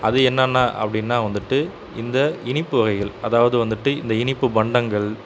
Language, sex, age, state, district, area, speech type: Tamil, male, 30-45, Tamil Nadu, Namakkal, rural, spontaneous